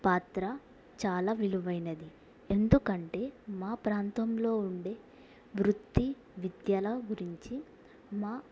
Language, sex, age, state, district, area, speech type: Telugu, female, 18-30, Telangana, Mulugu, rural, spontaneous